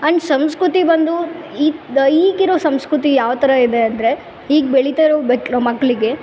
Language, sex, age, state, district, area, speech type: Kannada, female, 18-30, Karnataka, Bellary, urban, spontaneous